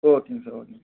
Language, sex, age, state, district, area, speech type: Tamil, male, 18-30, Tamil Nadu, Tiruchirappalli, rural, conversation